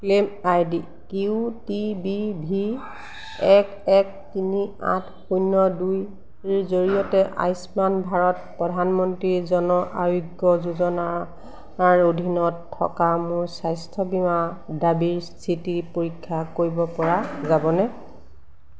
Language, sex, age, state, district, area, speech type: Assamese, female, 45-60, Assam, Golaghat, urban, read